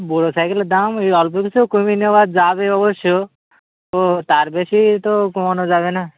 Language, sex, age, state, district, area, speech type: Bengali, male, 18-30, West Bengal, Birbhum, urban, conversation